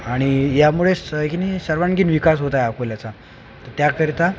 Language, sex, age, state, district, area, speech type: Marathi, male, 18-30, Maharashtra, Akola, rural, spontaneous